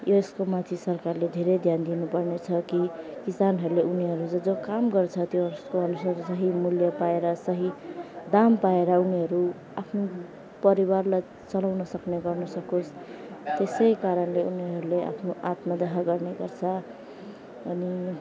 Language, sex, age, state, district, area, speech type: Nepali, female, 30-45, West Bengal, Alipurduar, urban, spontaneous